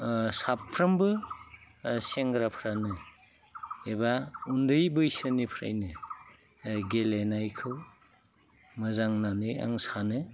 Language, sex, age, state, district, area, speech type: Bodo, male, 45-60, Assam, Udalguri, rural, spontaneous